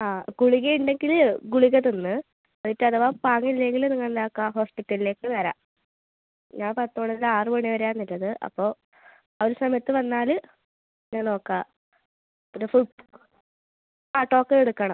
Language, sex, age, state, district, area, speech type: Malayalam, female, 18-30, Kerala, Kasaragod, rural, conversation